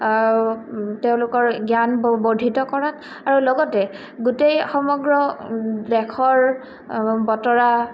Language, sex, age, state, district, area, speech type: Assamese, female, 18-30, Assam, Goalpara, urban, spontaneous